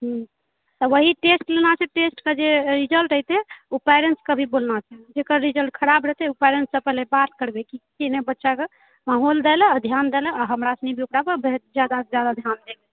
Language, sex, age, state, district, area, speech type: Maithili, female, 18-30, Bihar, Purnia, rural, conversation